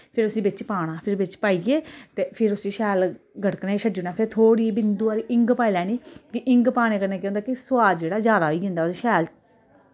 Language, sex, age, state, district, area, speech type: Dogri, female, 30-45, Jammu and Kashmir, Samba, urban, spontaneous